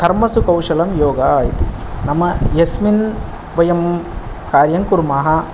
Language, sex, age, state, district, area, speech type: Sanskrit, male, 30-45, Telangana, Ranga Reddy, urban, spontaneous